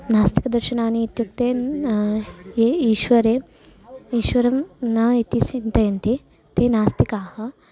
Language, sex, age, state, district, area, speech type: Sanskrit, female, 18-30, Karnataka, Uttara Kannada, rural, spontaneous